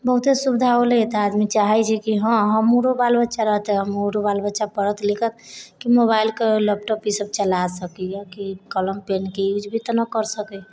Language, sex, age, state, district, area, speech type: Maithili, female, 30-45, Bihar, Sitamarhi, rural, spontaneous